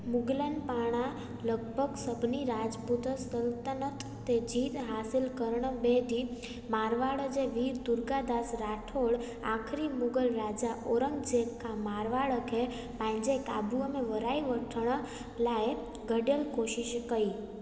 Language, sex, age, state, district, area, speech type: Sindhi, female, 18-30, Gujarat, Junagadh, rural, read